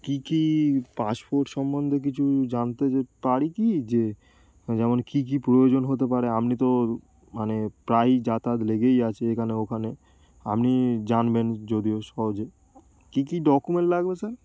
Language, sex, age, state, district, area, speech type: Bengali, male, 18-30, West Bengal, Darjeeling, urban, spontaneous